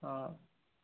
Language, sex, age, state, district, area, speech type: Assamese, male, 18-30, Assam, Sonitpur, rural, conversation